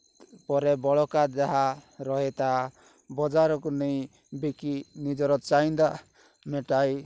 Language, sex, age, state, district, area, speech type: Odia, male, 30-45, Odisha, Rayagada, rural, spontaneous